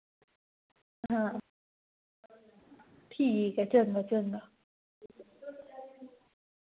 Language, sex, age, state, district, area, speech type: Dogri, female, 18-30, Jammu and Kashmir, Reasi, rural, conversation